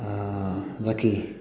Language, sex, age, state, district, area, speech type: Bodo, male, 18-30, Assam, Udalguri, rural, spontaneous